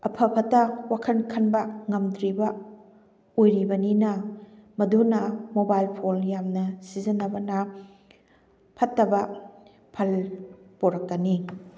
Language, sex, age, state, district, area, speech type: Manipuri, female, 45-60, Manipur, Kakching, rural, spontaneous